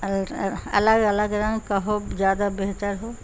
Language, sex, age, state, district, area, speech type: Urdu, female, 60+, Bihar, Gaya, urban, spontaneous